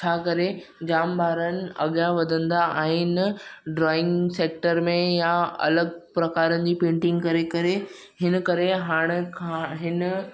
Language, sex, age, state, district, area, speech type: Sindhi, male, 18-30, Maharashtra, Mumbai Suburban, urban, spontaneous